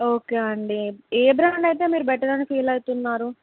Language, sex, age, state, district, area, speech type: Telugu, female, 18-30, Andhra Pradesh, Alluri Sitarama Raju, rural, conversation